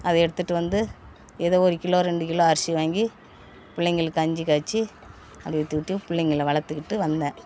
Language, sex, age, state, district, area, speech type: Tamil, female, 60+, Tamil Nadu, Perambalur, rural, spontaneous